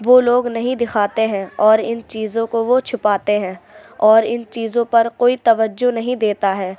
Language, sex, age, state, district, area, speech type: Urdu, female, 45-60, Delhi, Central Delhi, urban, spontaneous